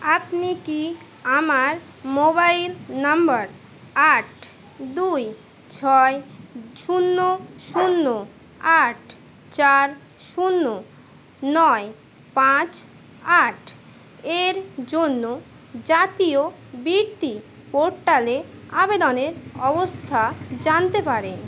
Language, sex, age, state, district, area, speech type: Bengali, female, 18-30, West Bengal, Howrah, urban, read